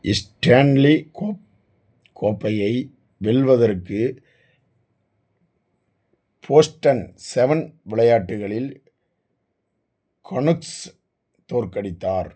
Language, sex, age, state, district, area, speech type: Tamil, male, 45-60, Tamil Nadu, Theni, rural, read